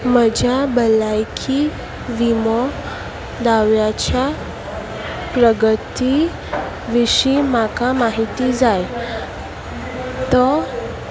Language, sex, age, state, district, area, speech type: Goan Konkani, female, 18-30, Goa, Salcete, rural, read